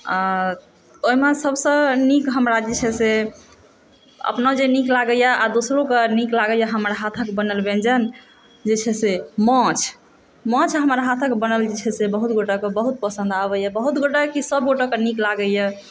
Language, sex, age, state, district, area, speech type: Maithili, female, 30-45, Bihar, Supaul, urban, spontaneous